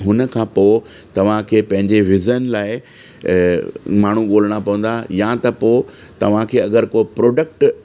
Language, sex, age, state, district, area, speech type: Sindhi, male, 30-45, Delhi, South Delhi, urban, spontaneous